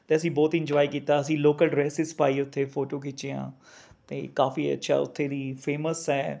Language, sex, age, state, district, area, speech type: Punjabi, male, 30-45, Punjab, Rupnagar, urban, spontaneous